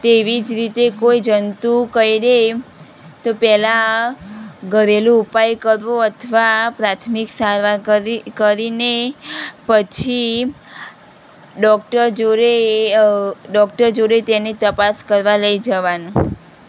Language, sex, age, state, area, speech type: Gujarati, female, 18-30, Gujarat, rural, spontaneous